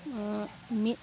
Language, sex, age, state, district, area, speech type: Santali, female, 45-60, Jharkhand, East Singhbhum, rural, spontaneous